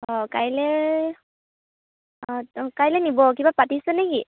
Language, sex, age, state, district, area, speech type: Assamese, female, 18-30, Assam, Dhemaji, rural, conversation